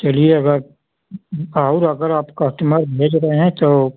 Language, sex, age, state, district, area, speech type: Hindi, male, 60+, Uttar Pradesh, Chandauli, rural, conversation